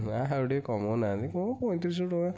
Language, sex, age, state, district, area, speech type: Odia, male, 30-45, Odisha, Kendujhar, urban, spontaneous